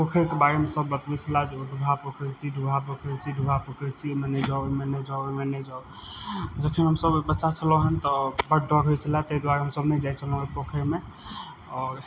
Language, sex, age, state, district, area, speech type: Maithili, male, 30-45, Bihar, Madhubani, rural, spontaneous